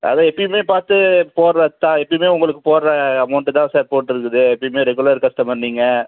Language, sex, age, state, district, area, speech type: Tamil, male, 45-60, Tamil Nadu, Cuddalore, rural, conversation